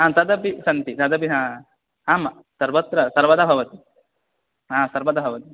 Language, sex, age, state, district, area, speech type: Sanskrit, male, 18-30, West Bengal, Cooch Behar, rural, conversation